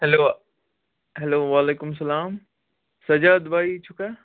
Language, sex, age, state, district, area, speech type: Kashmiri, male, 18-30, Jammu and Kashmir, Kupwara, rural, conversation